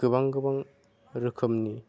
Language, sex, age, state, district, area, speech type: Bodo, male, 30-45, Assam, Kokrajhar, rural, spontaneous